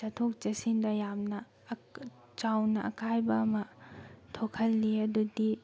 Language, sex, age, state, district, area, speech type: Manipuri, female, 18-30, Manipur, Tengnoupal, rural, spontaneous